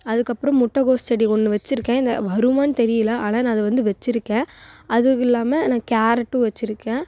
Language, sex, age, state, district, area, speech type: Tamil, female, 18-30, Tamil Nadu, Coimbatore, rural, spontaneous